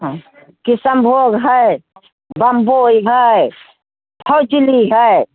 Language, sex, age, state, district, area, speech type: Maithili, female, 60+, Bihar, Muzaffarpur, rural, conversation